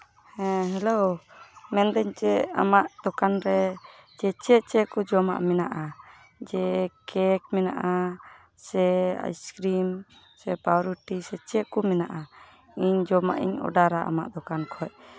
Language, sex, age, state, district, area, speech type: Santali, female, 30-45, West Bengal, Malda, rural, spontaneous